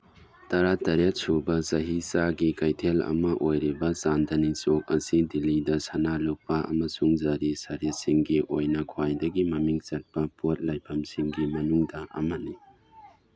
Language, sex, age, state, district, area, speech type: Manipuri, male, 30-45, Manipur, Tengnoupal, rural, read